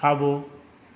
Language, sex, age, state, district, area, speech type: Sindhi, male, 60+, Madhya Pradesh, Katni, urban, read